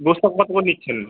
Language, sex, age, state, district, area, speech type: Bengali, male, 18-30, West Bengal, Birbhum, urban, conversation